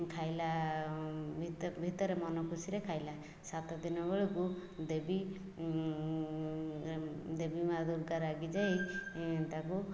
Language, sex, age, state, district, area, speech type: Odia, female, 45-60, Odisha, Jajpur, rural, spontaneous